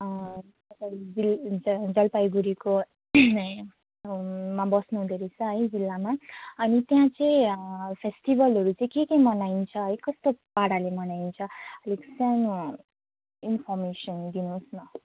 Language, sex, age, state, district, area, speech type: Nepali, female, 18-30, West Bengal, Jalpaiguri, rural, conversation